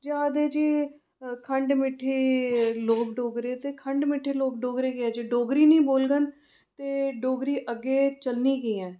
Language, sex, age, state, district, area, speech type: Dogri, female, 30-45, Jammu and Kashmir, Reasi, urban, spontaneous